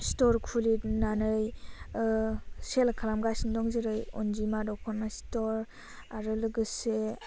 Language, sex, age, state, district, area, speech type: Bodo, female, 18-30, Assam, Baksa, rural, spontaneous